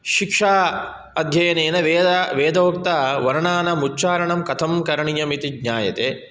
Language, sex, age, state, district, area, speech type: Sanskrit, male, 45-60, Karnataka, Udupi, urban, spontaneous